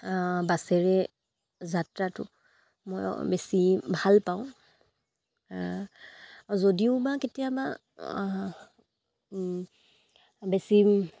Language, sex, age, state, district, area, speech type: Assamese, female, 18-30, Assam, Dibrugarh, rural, spontaneous